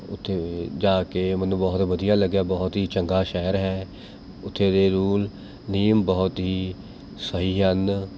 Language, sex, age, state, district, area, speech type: Punjabi, male, 30-45, Punjab, Mohali, urban, spontaneous